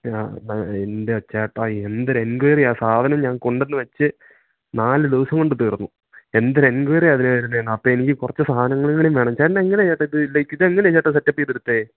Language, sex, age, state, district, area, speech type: Malayalam, male, 18-30, Kerala, Idukki, rural, conversation